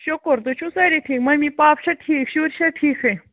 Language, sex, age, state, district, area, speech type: Kashmiri, female, 45-60, Jammu and Kashmir, Ganderbal, rural, conversation